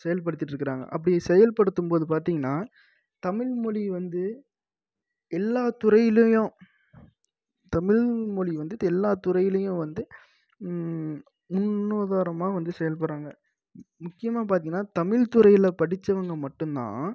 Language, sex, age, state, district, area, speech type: Tamil, male, 18-30, Tamil Nadu, Krishnagiri, rural, spontaneous